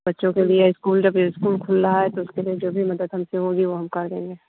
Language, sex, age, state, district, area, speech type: Hindi, female, 60+, Uttar Pradesh, Hardoi, rural, conversation